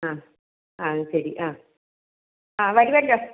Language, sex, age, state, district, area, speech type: Malayalam, female, 60+, Kerala, Alappuzha, rural, conversation